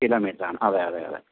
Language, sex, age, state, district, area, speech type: Malayalam, male, 45-60, Kerala, Thiruvananthapuram, rural, conversation